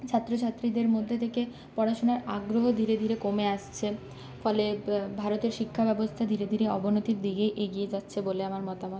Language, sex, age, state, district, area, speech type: Bengali, female, 30-45, West Bengal, Purulia, rural, spontaneous